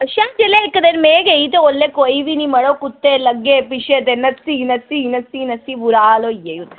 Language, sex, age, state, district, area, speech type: Dogri, female, 18-30, Jammu and Kashmir, Udhampur, rural, conversation